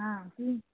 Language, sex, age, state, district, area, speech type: Marathi, female, 30-45, Maharashtra, Washim, rural, conversation